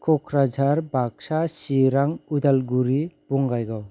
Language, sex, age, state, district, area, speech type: Bodo, male, 30-45, Assam, Kokrajhar, rural, spontaneous